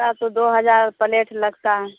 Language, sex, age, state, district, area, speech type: Urdu, female, 45-60, Bihar, Supaul, rural, conversation